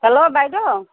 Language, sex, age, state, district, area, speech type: Assamese, female, 45-60, Assam, Kamrup Metropolitan, urban, conversation